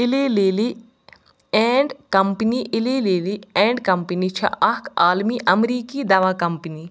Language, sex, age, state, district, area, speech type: Kashmiri, female, 30-45, Jammu and Kashmir, Ganderbal, rural, read